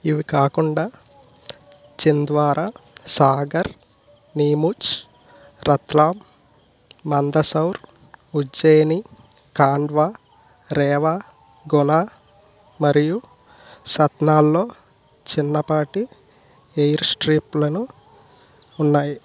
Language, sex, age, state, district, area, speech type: Telugu, male, 18-30, Andhra Pradesh, East Godavari, rural, read